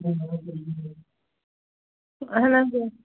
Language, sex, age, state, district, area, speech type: Kashmiri, female, 18-30, Jammu and Kashmir, Pulwama, rural, conversation